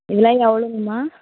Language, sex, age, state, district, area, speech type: Tamil, female, 18-30, Tamil Nadu, Kallakurichi, urban, conversation